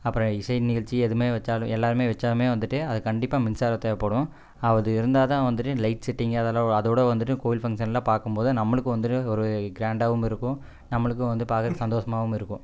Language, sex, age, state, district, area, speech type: Tamil, male, 18-30, Tamil Nadu, Coimbatore, rural, spontaneous